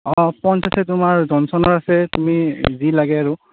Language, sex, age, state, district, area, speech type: Assamese, male, 18-30, Assam, Nalbari, rural, conversation